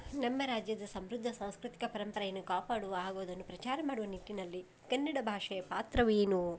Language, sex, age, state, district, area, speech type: Kannada, female, 30-45, Karnataka, Koppal, urban, spontaneous